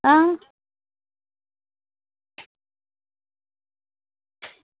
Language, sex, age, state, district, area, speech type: Dogri, female, 30-45, Jammu and Kashmir, Udhampur, rural, conversation